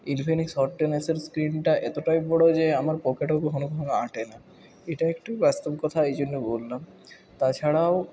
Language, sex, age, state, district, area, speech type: Bengali, male, 18-30, West Bengal, Purulia, urban, spontaneous